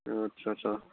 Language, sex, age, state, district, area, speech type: Bodo, male, 45-60, Assam, Udalguri, rural, conversation